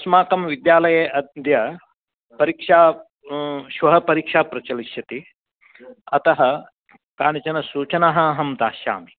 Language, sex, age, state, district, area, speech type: Sanskrit, male, 60+, Karnataka, Vijayapura, urban, conversation